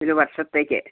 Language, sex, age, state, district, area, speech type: Malayalam, female, 60+, Kerala, Wayanad, rural, conversation